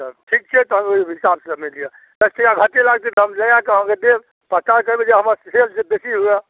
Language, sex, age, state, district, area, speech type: Maithili, male, 45-60, Bihar, Saharsa, rural, conversation